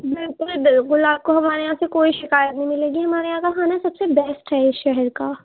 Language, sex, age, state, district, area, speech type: Urdu, female, 18-30, Uttar Pradesh, Ghaziabad, rural, conversation